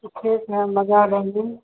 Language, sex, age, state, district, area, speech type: Hindi, female, 45-60, Bihar, Begusarai, rural, conversation